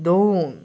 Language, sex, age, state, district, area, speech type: Goan Konkani, male, 18-30, Goa, Canacona, rural, read